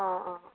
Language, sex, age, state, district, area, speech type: Assamese, female, 30-45, Assam, Sivasagar, rural, conversation